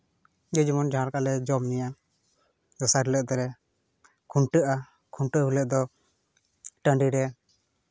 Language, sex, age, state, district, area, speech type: Santali, male, 18-30, West Bengal, Purba Bardhaman, rural, spontaneous